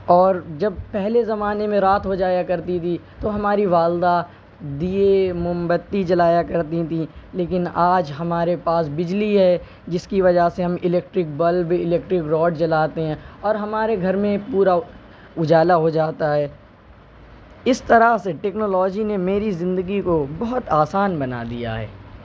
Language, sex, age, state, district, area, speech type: Urdu, male, 18-30, Uttar Pradesh, Shahjahanpur, rural, spontaneous